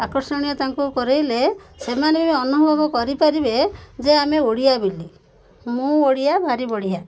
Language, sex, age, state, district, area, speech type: Odia, female, 45-60, Odisha, Koraput, urban, spontaneous